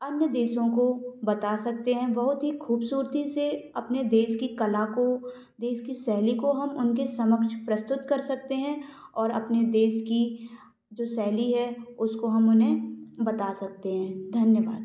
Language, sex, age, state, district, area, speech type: Hindi, female, 18-30, Madhya Pradesh, Gwalior, rural, spontaneous